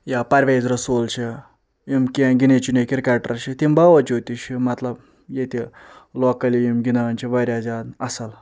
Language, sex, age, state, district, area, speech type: Kashmiri, male, 30-45, Jammu and Kashmir, Ganderbal, urban, spontaneous